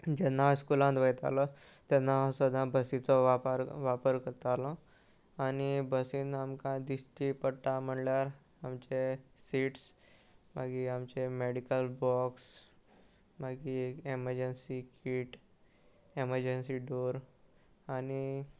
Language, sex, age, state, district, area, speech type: Goan Konkani, male, 18-30, Goa, Salcete, rural, spontaneous